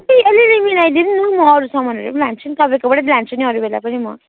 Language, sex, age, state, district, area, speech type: Nepali, female, 18-30, West Bengal, Darjeeling, rural, conversation